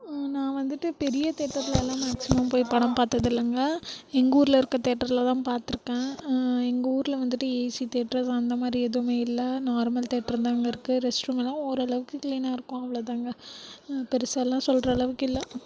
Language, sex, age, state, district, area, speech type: Tamil, female, 18-30, Tamil Nadu, Krishnagiri, rural, spontaneous